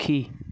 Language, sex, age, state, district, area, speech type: Odia, male, 18-30, Odisha, Nayagarh, rural, read